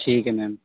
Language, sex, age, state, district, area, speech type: Punjabi, male, 18-30, Punjab, Barnala, rural, conversation